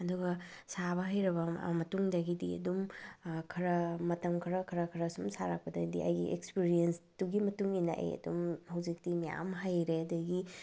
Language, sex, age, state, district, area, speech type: Manipuri, female, 45-60, Manipur, Bishnupur, rural, spontaneous